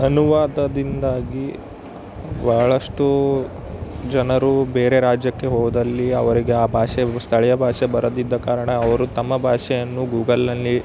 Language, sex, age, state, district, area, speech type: Kannada, male, 18-30, Karnataka, Yadgir, rural, spontaneous